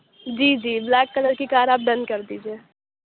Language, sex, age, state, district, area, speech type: Urdu, female, 18-30, Uttar Pradesh, Aligarh, urban, conversation